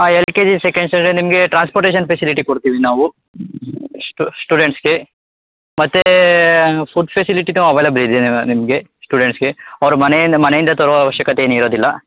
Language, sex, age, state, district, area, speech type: Kannada, male, 18-30, Karnataka, Tumkur, urban, conversation